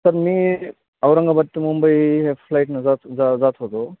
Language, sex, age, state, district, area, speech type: Marathi, male, 30-45, Maharashtra, Beed, rural, conversation